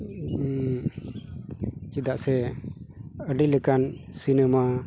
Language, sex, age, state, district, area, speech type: Santali, male, 45-60, West Bengal, Malda, rural, spontaneous